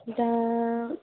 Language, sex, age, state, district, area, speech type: Bodo, female, 30-45, Assam, Chirang, rural, conversation